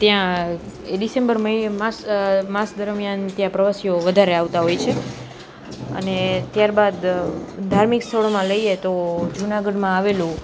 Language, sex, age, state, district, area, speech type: Gujarati, female, 18-30, Gujarat, Junagadh, urban, spontaneous